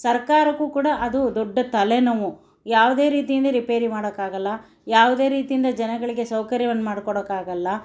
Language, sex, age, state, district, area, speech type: Kannada, female, 60+, Karnataka, Bangalore Urban, urban, spontaneous